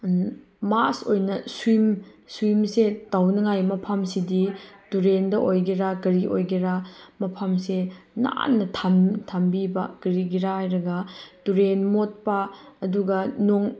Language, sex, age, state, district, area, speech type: Manipuri, female, 30-45, Manipur, Chandel, rural, spontaneous